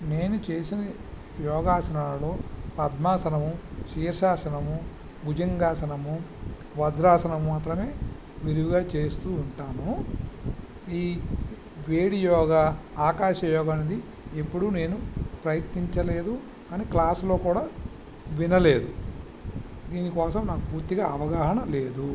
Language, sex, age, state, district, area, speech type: Telugu, male, 45-60, Andhra Pradesh, Visakhapatnam, urban, spontaneous